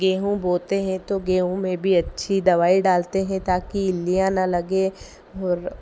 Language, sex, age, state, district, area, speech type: Hindi, female, 30-45, Madhya Pradesh, Ujjain, urban, spontaneous